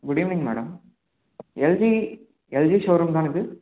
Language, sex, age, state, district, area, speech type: Tamil, male, 18-30, Tamil Nadu, Salem, urban, conversation